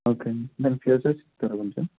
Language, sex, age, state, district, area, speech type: Telugu, female, 30-45, Andhra Pradesh, Konaseema, urban, conversation